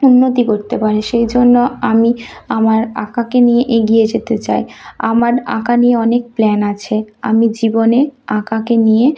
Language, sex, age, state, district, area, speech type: Bengali, female, 30-45, West Bengal, Purba Medinipur, rural, spontaneous